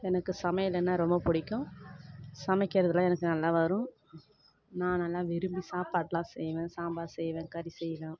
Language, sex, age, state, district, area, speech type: Tamil, female, 30-45, Tamil Nadu, Kallakurichi, rural, spontaneous